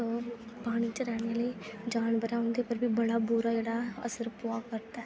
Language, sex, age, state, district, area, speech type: Dogri, female, 18-30, Jammu and Kashmir, Kathua, rural, spontaneous